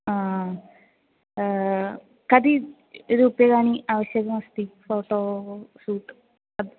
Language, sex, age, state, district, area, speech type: Sanskrit, female, 18-30, Kerala, Thrissur, urban, conversation